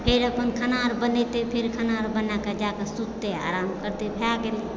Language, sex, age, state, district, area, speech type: Maithili, female, 30-45, Bihar, Supaul, rural, spontaneous